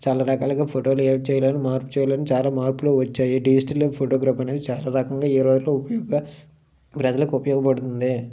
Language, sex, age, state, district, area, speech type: Telugu, male, 30-45, Andhra Pradesh, Srikakulam, urban, spontaneous